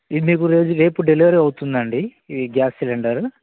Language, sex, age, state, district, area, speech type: Telugu, male, 30-45, Telangana, Nizamabad, urban, conversation